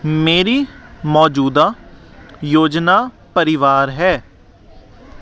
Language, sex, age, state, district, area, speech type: Punjabi, male, 18-30, Punjab, Hoshiarpur, urban, read